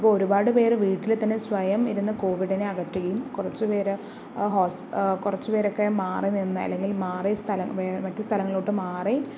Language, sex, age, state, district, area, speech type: Malayalam, female, 45-60, Kerala, Palakkad, rural, spontaneous